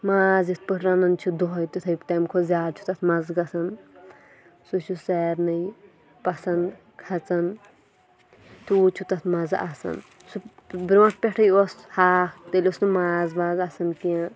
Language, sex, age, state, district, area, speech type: Kashmiri, female, 18-30, Jammu and Kashmir, Kulgam, rural, spontaneous